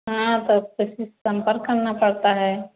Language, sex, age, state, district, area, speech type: Hindi, female, 60+, Uttar Pradesh, Ayodhya, rural, conversation